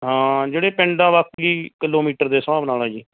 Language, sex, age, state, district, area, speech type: Punjabi, male, 30-45, Punjab, Mansa, urban, conversation